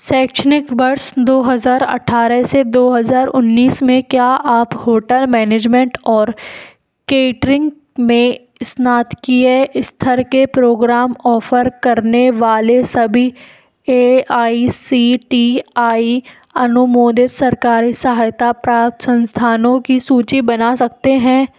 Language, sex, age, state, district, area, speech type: Hindi, female, 30-45, Rajasthan, Karauli, urban, read